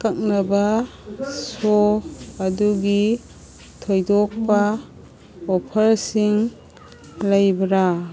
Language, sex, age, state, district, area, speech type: Manipuri, female, 45-60, Manipur, Kangpokpi, urban, read